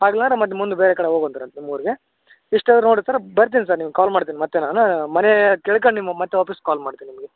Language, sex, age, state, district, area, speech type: Kannada, male, 18-30, Karnataka, Koppal, rural, conversation